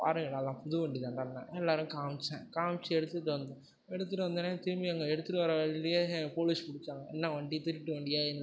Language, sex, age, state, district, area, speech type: Tamil, male, 18-30, Tamil Nadu, Tiruvarur, rural, spontaneous